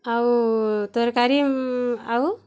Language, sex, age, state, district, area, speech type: Odia, female, 30-45, Odisha, Bargarh, urban, spontaneous